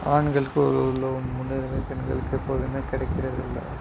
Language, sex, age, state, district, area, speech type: Tamil, male, 30-45, Tamil Nadu, Sivaganga, rural, spontaneous